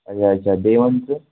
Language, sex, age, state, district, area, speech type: Kashmiri, male, 18-30, Jammu and Kashmir, Bandipora, rural, conversation